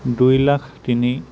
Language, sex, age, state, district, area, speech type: Assamese, male, 30-45, Assam, Sonitpur, rural, spontaneous